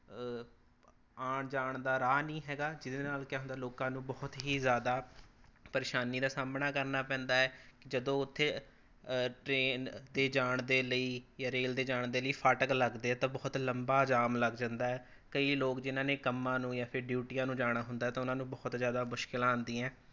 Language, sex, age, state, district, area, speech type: Punjabi, male, 18-30, Punjab, Rupnagar, rural, spontaneous